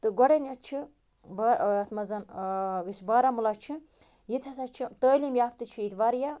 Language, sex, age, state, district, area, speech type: Kashmiri, female, 30-45, Jammu and Kashmir, Baramulla, rural, spontaneous